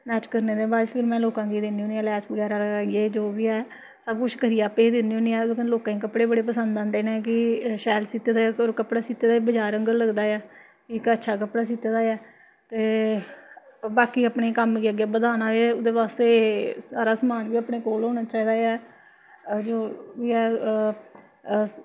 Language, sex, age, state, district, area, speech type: Dogri, female, 30-45, Jammu and Kashmir, Samba, rural, spontaneous